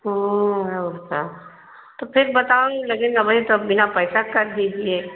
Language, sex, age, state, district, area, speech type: Hindi, female, 60+, Uttar Pradesh, Ayodhya, rural, conversation